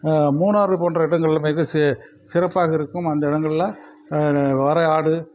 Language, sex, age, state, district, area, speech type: Tamil, male, 45-60, Tamil Nadu, Krishnagiri, rural, spontaneous